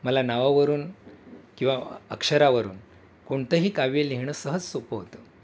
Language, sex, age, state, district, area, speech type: Marathi, male, 60+, Maharashtra, Thane, rural, spontaneous